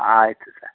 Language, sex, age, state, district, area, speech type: Kannada, male, 60+, Karnataka, Shimoga, urban, conversation